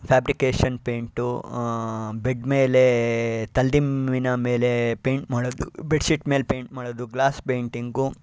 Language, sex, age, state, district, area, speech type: Kannada, male, 45-60, Karnataka, Chitradurga, rural, spontaneous